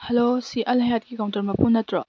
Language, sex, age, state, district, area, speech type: Manipuri, female, 18-30, Manipur, Tengnoupal, urban, spontaneous